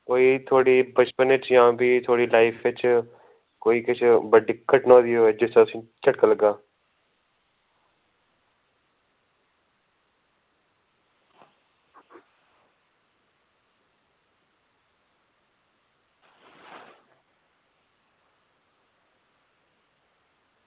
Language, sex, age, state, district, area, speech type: Dogri, male, 30-45, Jammu and Kashmir, Udhampur, rural, conversation